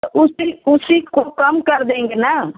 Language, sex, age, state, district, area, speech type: Hindi, female, 45-60, Uttar Pradesh, Chandauli, rural, conversation